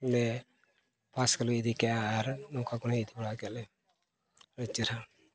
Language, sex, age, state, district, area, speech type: Santali, male, 45-60, Odisha, Mayurbhanj, rural, spontaneous